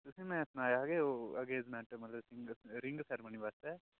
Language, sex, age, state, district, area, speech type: Dogri, male, 18-30, Jammu and Kashmir, Udhampur, urban, conversation